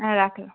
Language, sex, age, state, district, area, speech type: Bengali, female, 18-30, West Bengal, Birbhum, urban, conversation